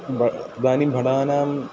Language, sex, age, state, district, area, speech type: Sanskrit, male, 18-30, Kerala, Ernakulam, rural, spontaneous